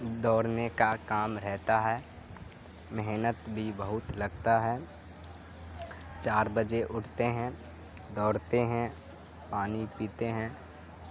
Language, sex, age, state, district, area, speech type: Urdu, male, 18-30, Bihar, Supaul, rural, spontaneous